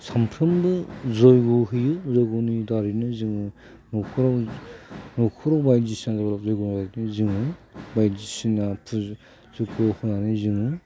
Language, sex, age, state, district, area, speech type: Bodo, male, 45-60, Assam, Udalguri, rural, spontaneous